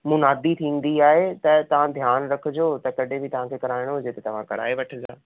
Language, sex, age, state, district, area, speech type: Sindhi, male, 18-30, Rajasthan, Ajmer, urban, conversation